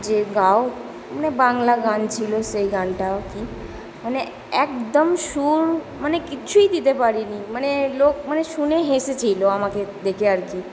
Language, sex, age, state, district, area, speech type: Bengali, female, 18-30, West Bengal, Kolkata, urban, spontaneous